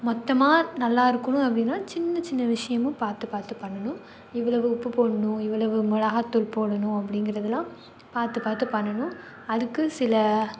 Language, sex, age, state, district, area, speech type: Tamil, female, 18-30, Tamil Nadu, Nagapattinam, rural, spontaneous